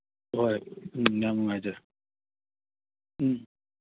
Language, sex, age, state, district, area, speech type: Manipuri, male, 30-45, Manipur, Kangpokpi, urban, conversation